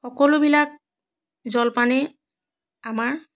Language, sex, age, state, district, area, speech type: Assamese, female, 45-60, Assam, Biswanath, rural, spontaneous